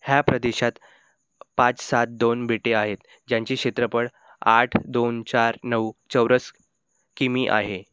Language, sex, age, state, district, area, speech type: Marathi, male, 18-30, Maharashtra, Nagpur, rural, read